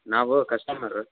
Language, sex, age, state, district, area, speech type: Kannada, male, 18-30, Karnataka, Davanagere, rural, conversation